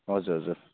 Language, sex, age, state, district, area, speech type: Nepali, male, 18-30, West Bengal, Kalimpong, rural, conversation